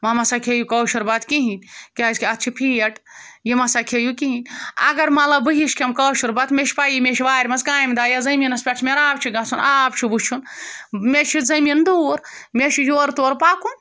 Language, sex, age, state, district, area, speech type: Kashmiri, female, 45-60, Jammu and Kashmir, Ganderbal, rural, spontaneous